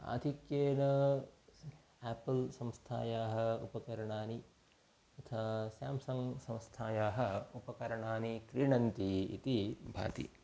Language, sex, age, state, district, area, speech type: Sanskrit, male, 30-45, Karnataka, Udupi, rural, spontaneous